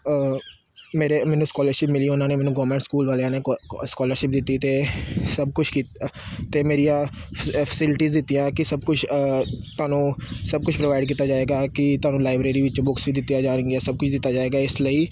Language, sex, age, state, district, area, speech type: Punjabi, male, 30-45, Punjab, Amritsar, urban, spontaneous